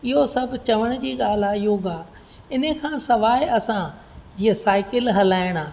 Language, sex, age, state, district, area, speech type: Sindhi, female, 60+, Rajasthan, Ajmer, urban, spontaneous